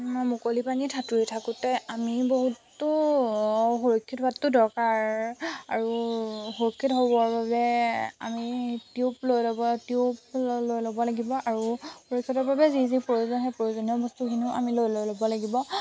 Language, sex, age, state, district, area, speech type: Assamese, female, 18-30, Assam, Jorhat, urban, spontaneous